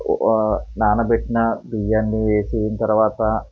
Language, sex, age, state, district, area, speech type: Telugu, male, 45-60, Andhra Pradesh, Eluru, rural, spontaneous